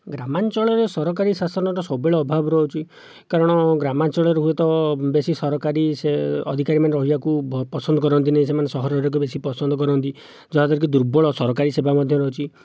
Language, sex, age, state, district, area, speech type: Odia, male, 18-30, Odisha, Jajpur, rural, spontaneous